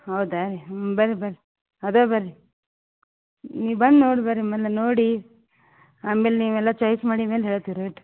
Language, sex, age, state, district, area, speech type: Kannada, female, 30-45, Karnataka, Gadag, urban, conversation